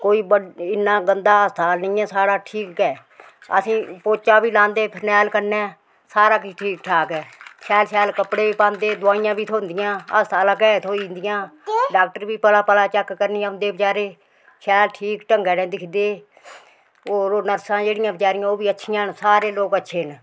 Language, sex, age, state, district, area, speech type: Dogri, female, 45-60, Jammu and Kashmir, Udhampur, rural, spontaneous